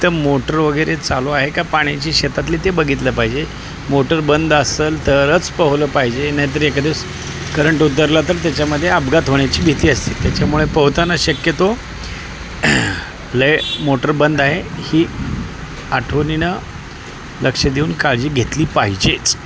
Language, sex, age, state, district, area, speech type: Marathi, male, 45-60, Maharashtra, Osmanabad, rural, spontaneous